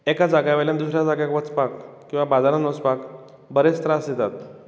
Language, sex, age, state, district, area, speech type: Goan Konkani, male, 45-60, Goa, Bardez, rural, spontaneous